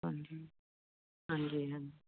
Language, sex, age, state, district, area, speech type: Punjabi, female, 45-60, Punjab, Fatehgarh Sahib, urban, conversation